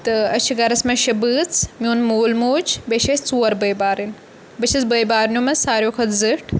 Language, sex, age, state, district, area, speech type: Kashmiri, female, 18-30, Jammu and Kashmir, Kupwara, urban, spontaneous